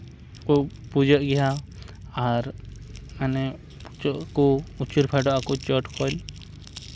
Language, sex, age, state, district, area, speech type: Santali, male, 18-30, West Bengal, Purba Bardhaman, rural, spontaneous